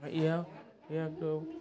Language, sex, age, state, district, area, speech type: Assamese, male, 18-30, Assam, Barpeta, rural, spontaneous